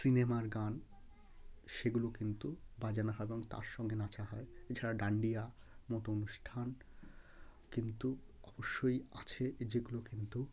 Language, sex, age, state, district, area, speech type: Bengali, male, 30-45, West Bengal, Hooghly, urban, spontaneous